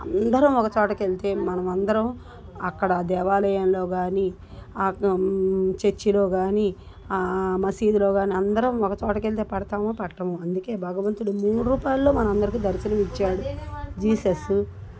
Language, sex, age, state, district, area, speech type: Telugu, female, 60+, Andhra Pradesh, Bapatla, urban, spontaneous